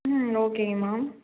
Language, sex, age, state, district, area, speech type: Tamil, female, 18-30, Tamil Nadu, Namakkal, urban, conversation